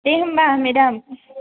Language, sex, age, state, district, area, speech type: Bodo, female, 18-30, Assam, Chirang, urban, conversation